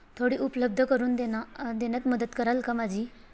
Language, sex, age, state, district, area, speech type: Marathi, female, 18-30, Maharashtra, Bhandara, rural, spontaneous